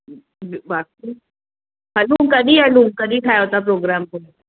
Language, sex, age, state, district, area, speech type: Sindhi, female, 30-45, Maharashtra, Mumbai Suburban, urban, conversation